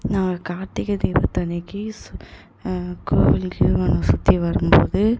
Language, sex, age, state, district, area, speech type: Tamil, female, 18-30, Tamil Nadu, Tiruvannamalai, rural, spontaneous